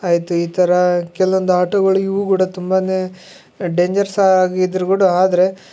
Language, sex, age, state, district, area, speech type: Kannada, male, 18-30, Karnataka, Koppal, rural, spontaneous